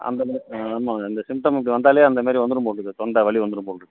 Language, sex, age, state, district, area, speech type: Tamil, male, 60+, Tamil Nadu, Virudhunagar, rural, conversation